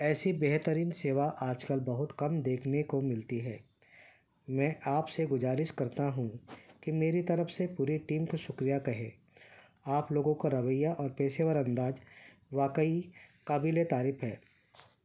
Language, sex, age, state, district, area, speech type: Urdu, male, 45-60, Uttar Pradesh, Ghaziabad, urban, spontaneous